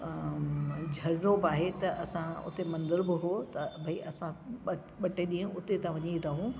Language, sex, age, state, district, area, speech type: Sindhi, female, 60+, Delhi, South Delhi, urban, spontaneous